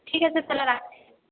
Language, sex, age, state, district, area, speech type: Bengali, female, 18-30, West Bengal, Paschim Bardhaman, rural, conversation